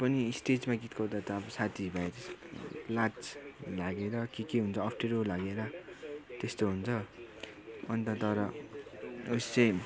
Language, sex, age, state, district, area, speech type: Nepali, male, 18-30, West Bengal, Darjeeling, rural, spontaneous